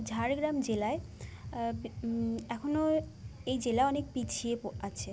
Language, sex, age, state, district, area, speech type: Bengali, female, 18-30, West Bengal, Jhargram, rural, spontaneous